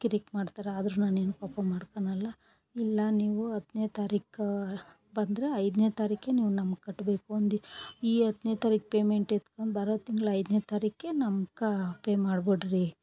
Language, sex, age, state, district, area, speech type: Kannada, female, 45-60, Karnataka, Bangalore Rural, rural, spontaneous